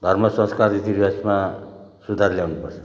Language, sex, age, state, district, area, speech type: Nepali, male, 60+, West Bengal, Kalimpong, rural, spontaneous